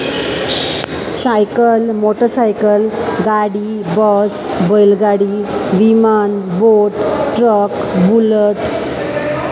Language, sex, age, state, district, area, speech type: Goan Konkani, female, 45-60, Goa, Salcete, urban, spontaneous